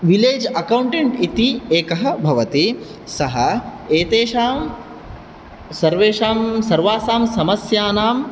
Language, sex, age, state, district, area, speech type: Sanskrit, male, 18-30, Karnataka, Uttara Kannada, rural, spontaneous